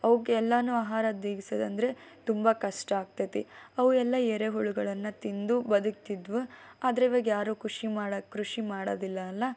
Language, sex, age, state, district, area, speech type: Kannada, female, 18-30, Karnataka, Tumkur, rural, spontaneous